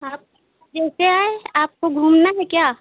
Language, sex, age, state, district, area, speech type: Hindi, female, 45-60, Uttar Pradesh, Lucknow, rural, conversation